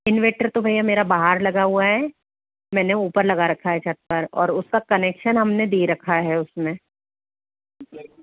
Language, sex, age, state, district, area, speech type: Hindi, male, 30-45, Rajasthan, Jaipur, urban, conversation